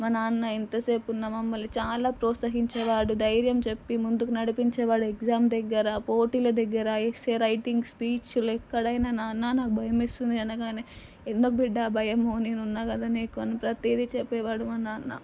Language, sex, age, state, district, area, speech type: Telugu, female, 18-30, Telangana, Nalgonda, urban, spontaneous